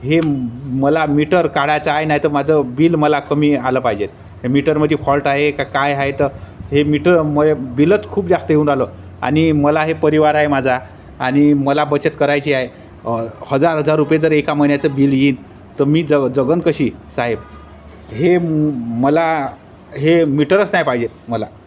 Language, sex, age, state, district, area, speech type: Marathi, male, 30-45, Maharashtra, Wardha, urban, spontaneous